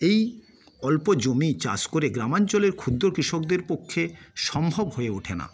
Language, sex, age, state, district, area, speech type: Bengali, male, 60+, West Bengal, Paschim Medinipur, rural, spontaneous